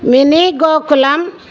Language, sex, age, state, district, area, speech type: Telugu, female, 60+, Andhra Pradesh, Guntur, rural, spontaneous